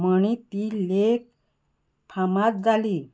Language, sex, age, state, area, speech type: Goan Konkani, female, 45-60, Goa, rural, spontaneous